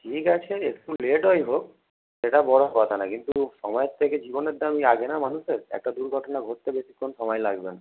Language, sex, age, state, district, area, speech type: Bengali, male, 30-45, West Bengal, Howrah, urban, conversation